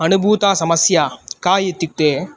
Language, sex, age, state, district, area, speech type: Sanskrit, male, 18-30, Tamil Nadu, Kanyakumari, urban, spontaneous